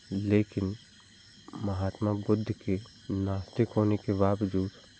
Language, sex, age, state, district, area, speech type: Hindi, male, 18-30, Madhya Pradesh, Jabalpur, urban, spontaneous